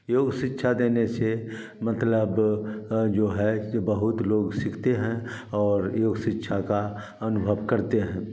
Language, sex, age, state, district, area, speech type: Hindi, male, 60+, Bihar, Samastipur, rural, spontaneous